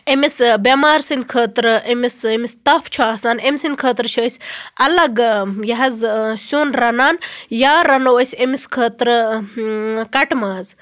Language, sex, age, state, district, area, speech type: Kashmiri, female, 30-45, Jammu and Kashmir, Baramulla, rural, spontaneous